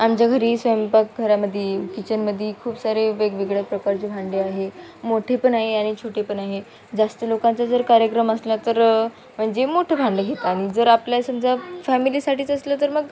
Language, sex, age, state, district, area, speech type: Marathi, female, 18-30, Maharashtra, Wardha, rural, spontaneous